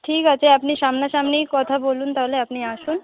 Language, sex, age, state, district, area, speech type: Bengali, female, 60+, West Bengal, Purulia, urban, conversation